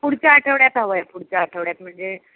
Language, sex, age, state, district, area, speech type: Marathi, female, 45-60, Maharashtra, Thane, rural, conversation